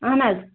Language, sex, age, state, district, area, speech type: Kashmiri, female, 18-30, Jammu and Kashmir, Anantnag, rural, conversation